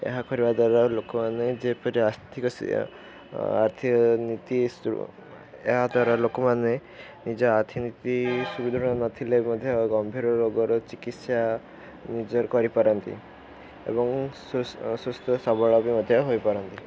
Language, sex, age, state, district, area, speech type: Odia, male, 18-30, Odisha, Ganjam, urban, spontaneous